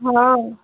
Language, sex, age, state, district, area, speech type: Odia, female, 45-60, Odisha, Sundergarh, rural, conversation